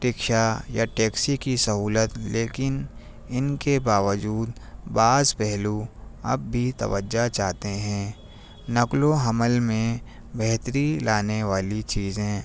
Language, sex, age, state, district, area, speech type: Urdu, male, 30-45, Delhi, New Delhi, urban, spontaneous